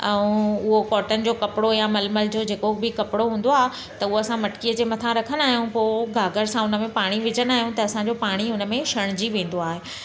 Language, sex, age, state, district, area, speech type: Sindhi, female, 45-60, Gujarat, Surat, urban, spontaneous